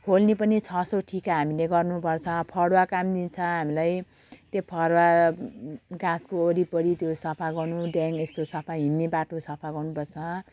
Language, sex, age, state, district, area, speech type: Nepali, female, 45-60, West Bengal, Jalpaiguri, rural, spontaneous